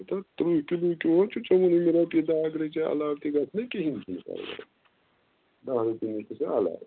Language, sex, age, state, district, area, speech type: Kashmiri, male, 60+, Jammu and Kashmir, Srinagar, urban, conversation